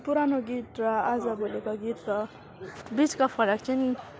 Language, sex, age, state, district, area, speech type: Nepali, female, 18-30, West Bengal, Alipurduar, rural, spontaneous